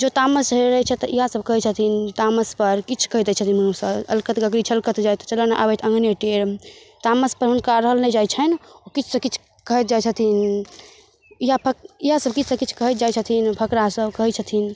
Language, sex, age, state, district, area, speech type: Maithili, female, 18-30, Bihar, Darbhanga, rural, spontaneous